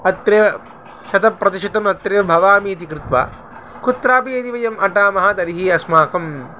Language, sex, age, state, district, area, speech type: Sanskrit, male, 18-30, Tamil Nadu, Chennai, rural, spontaneous